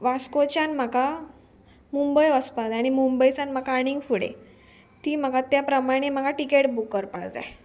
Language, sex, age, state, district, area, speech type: Goan Konkani, female, 18-30, Goa, Murmgao, urban, spontaneous